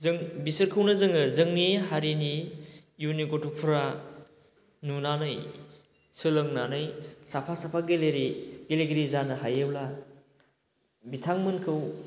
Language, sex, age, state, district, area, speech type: Bodo, male, 30-45, Assam, Baksa, urban, spontaneous